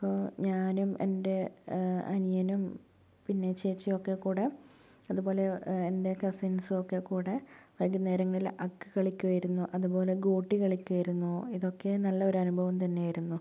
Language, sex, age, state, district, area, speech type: Malayalam, female, 18-30, Kerala, Kozhikode, urban, spontaneous